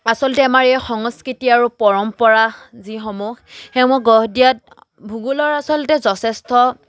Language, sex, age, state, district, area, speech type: Assamese, female, 18-30, Assam, Charaideo, rural, spontaneous